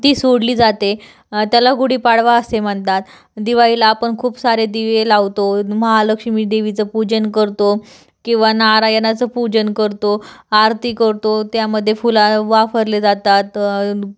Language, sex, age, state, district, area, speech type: Marathi, female, 18-30, Maharashtra, Jalna, urban, spontaneous